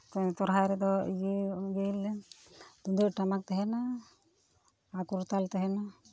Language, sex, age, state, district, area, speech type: Santali, female, 18-30, West Bengal, Purulia, rural, spontaneous